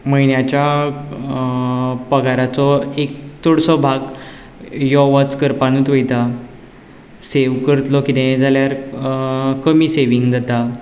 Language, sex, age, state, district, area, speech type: Goan Konkani, male, 18-30, Goa, Ponda, rural, spontaneous